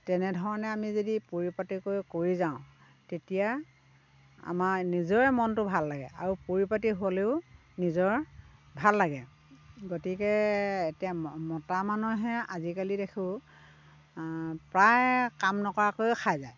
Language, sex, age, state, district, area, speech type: Assamese, female, 60+, Assam, Dhemaji, rural, spontaneous